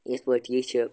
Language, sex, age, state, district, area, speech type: Kashmiri, male, 30-45, Jammu and Kashmir, Bandipora, rural, spontaneous